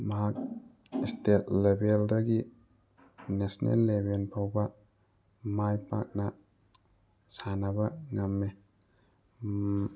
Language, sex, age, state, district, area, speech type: Manipuri, male, 30-45, Manipur, Thoubal, rural, spontaneous